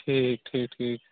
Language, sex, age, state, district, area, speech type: Kashmiri, male, 18-30, Jammu and Kashmir, Shopian, rural, conversation